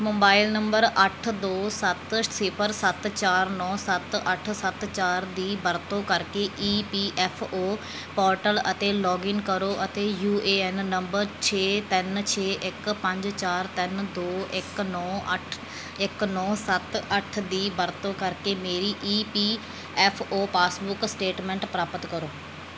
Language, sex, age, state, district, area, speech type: Punjabi, female, 30-45, Punjab, Bathinda, rural, read